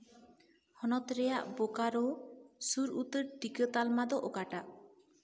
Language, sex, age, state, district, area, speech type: Santali, female, 18-30, West Bengal, Jhargram, rural, read